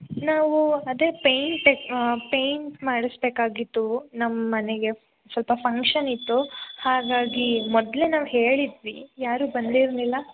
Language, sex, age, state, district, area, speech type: Kannada, female, 18-30, Karnataka, Hassan, urban, conversation